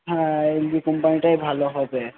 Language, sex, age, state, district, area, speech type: Bengali, male, 18-30, West Bengal, Paschim Medinipur, rural, conversation